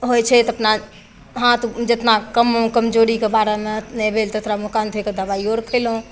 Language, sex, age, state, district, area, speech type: Maithili, female, 60+, Bihar, Madhepura, urban, spontaneous